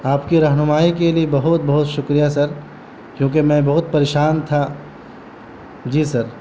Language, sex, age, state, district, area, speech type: Urdu, male, 30-45, Bihar, Gaya, urban, spontaneous